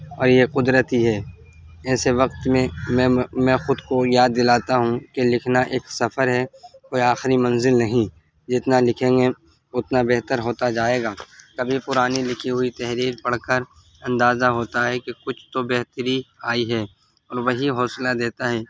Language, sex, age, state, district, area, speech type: Urdu, male, 18-30, Delhi, North East Delhi, urban, spontaneous